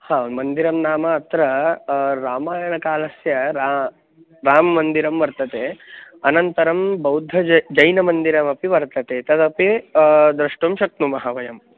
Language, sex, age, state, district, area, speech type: Sanskrit, male, 18-30, Maharashtra, Nagpur, urban, conversation